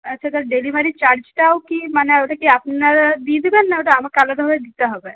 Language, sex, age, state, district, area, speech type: Bengali, female, 30-45, West Bengal, Purulia, urban, conversation